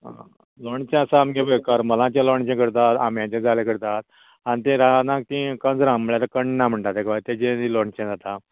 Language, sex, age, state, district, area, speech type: Goan Konkani, male, 60+, Goa, Canacona, rural, conversation